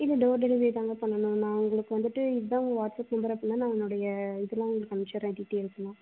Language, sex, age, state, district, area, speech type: Tamil, female, 18-30, Tamil Nadu, Erode, rural, conversation